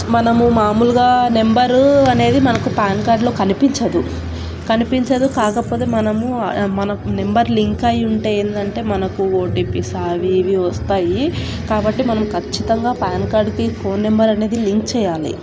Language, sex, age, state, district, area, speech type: Telugu, female, 18-30, Telangana, Nalgonda, urban, spontaneous